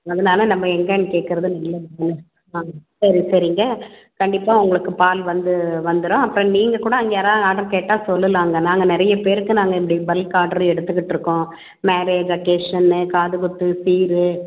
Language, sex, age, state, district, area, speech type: Tamil, female, 45-60, Tamil Nadu, Tiruppur, urban, conversation